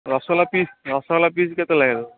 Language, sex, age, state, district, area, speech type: Odia, male, 45-60, Odisha, Gajapati, rural, conversation